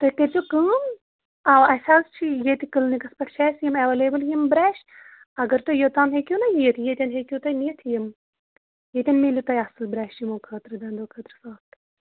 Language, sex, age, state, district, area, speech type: Kashmiri, female, 30-45, Jammu and Kashmir, Shopian, rural, conversation